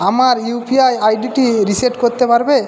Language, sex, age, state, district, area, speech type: Bengali, male, 45-60, West Bengal, Jhargram, rural, read